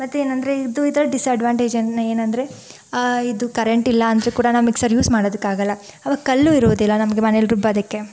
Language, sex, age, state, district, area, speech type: Kannada, female, 30-45, Karnataka, Bangalore Urban, rural, spontaneous